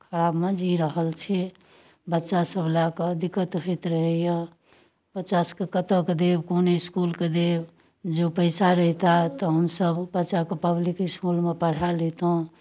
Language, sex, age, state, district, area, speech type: Maithili, female, 60+, Bihar, Darbhanga, urban, spontaneous